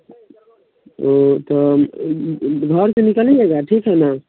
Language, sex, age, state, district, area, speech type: Hindi, male, 18-30, Bihar, Vaishali, rural, conversation